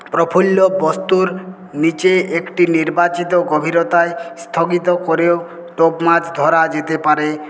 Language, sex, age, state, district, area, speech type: Bengali, male, 60+, West Bengal, Purulia, rural, spontaneous